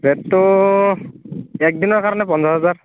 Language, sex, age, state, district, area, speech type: Assamese, male, 18-30, Assam, Barpeta, rural, conversation